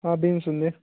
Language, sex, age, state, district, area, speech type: Telugu, male, 18-30, Andhra Pradesh, Annamaya, rural, conversation